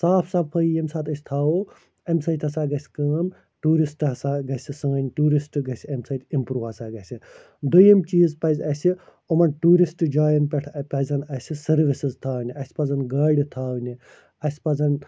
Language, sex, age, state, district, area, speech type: Kashmiri, male, 45-60, Jammu and Kashmir, Srinagar, urban, spontaneous